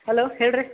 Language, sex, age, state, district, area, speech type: Kannada, male, 30-45, Karnataka, Belgaum, urban, conversation